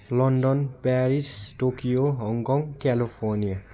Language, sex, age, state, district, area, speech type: Nepali, male, 18-30, West Bengal, Darjeeling, rural, spontaneous